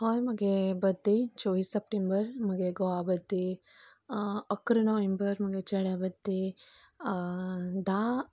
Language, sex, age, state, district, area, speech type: Goan Konkani, female, 30-45, Goa, Canacona, rural, spontaneous